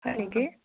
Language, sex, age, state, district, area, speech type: Assamese, female, 45-60, Assam, Charaideo, urban, conversation